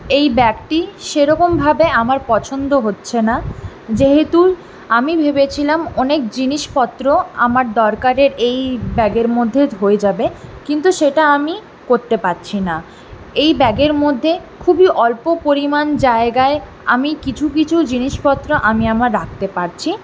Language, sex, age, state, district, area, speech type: Bengali, female, 18-30, West Bengal, Purulia, urban, spontaneous